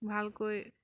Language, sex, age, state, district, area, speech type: Assamese, female, 18-30, Assam, Sivasagar, rural, spontaneous